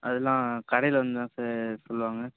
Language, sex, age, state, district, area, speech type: Tamil, male, 18-30, Tamil Nadu, Nagapattinam, rural, conversation